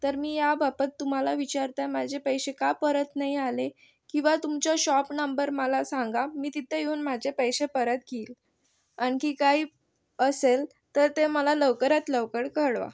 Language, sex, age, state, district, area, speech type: Marathi, female, 18-30, Maharashtra, Yavatmal, urban, spontaneous